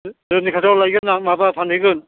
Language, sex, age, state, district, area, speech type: Bodo, male, 60+, Assam, Chirang, rural, conversation